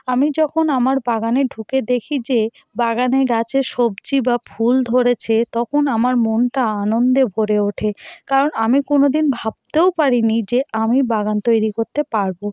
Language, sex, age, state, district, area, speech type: Bengali, female, 30-45, West Bengal, North 24 Parganas, rural, spontaneous